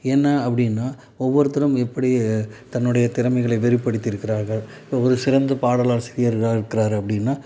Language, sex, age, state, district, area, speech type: Tamil, male, 45-60, Tamil Nadu, Salem, urban, spontaneous